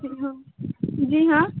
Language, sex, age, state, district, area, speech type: Urdu, female, 18-30, Bihar, Supaul, rural, conversation